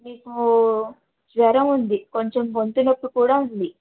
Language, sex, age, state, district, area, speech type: Telugu, female, 30-45, Telangana, Khammam, urban, conversation